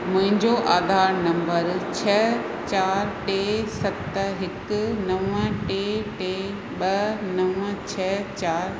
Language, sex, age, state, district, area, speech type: Sindhi, female, 45-60, Rajasthan, Ajmer, rural, read